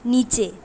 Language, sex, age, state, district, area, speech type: Bengali, female, 18-30, West Bengal, Purulia, urban, read